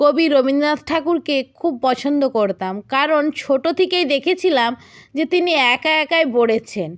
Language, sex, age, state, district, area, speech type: Bengali, female, 45-60, West Bengal, Purba Medinipur, rural, spontaneous